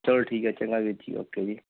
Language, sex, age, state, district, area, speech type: Punjabi, male, 30-45, Punjab, Tarn Taran, rural, conversation